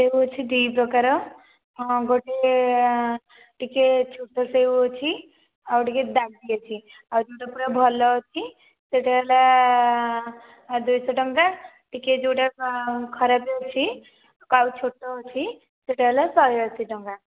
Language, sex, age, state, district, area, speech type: Odia, female, 30-45, Odisha, Khordha, rural, conversation